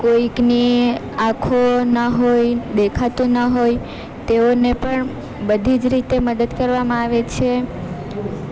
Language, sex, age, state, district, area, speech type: Gujarati, female, 18-30, Gujarat, Valsad, rural, spontaneous